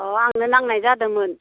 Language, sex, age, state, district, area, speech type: Bodo, female, 60+, Assam, Baksa, urban, conversation